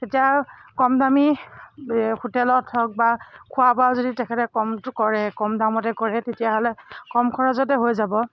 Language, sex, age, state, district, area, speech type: Assamese, female, 45-60, Assam, Morigaon, rural, spontaneous